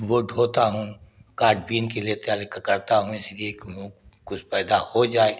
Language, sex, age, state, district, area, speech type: Hindi, male, 60+, Uttar Pradesh, Prayagraj, rural, spontaneous